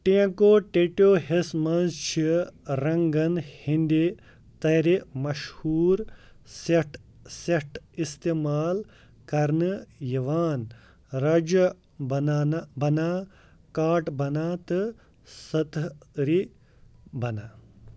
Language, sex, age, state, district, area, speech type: Kashmiri, male, 18-30, Jammu and Kashmir, Ganderbal, rural, read